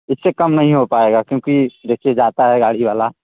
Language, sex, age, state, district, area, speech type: Hindi, male, 18-30, Uttar Pradesh, Mirzapur, rural, conversation